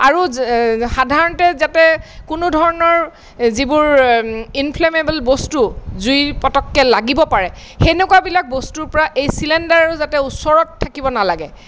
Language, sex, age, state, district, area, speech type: Assamese, female, 60+, Assam, Kamrup Metropolitan, urban, spontaneous